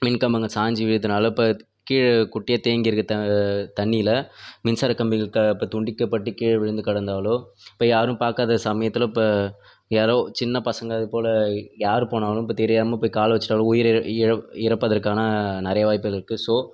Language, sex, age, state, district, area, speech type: Tamil, male, 30-45, Tamil Nadu, Viluppuram, urban, spontaneous